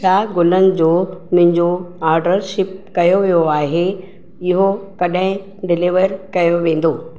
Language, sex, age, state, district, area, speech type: Sindhi, female, 45-60, Maharashtra, Mumbai Suburban, urban, read